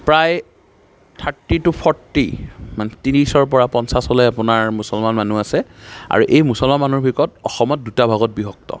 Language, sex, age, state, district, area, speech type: Assamese, male, 45-60, Assam, Darrang, urban, spontaneous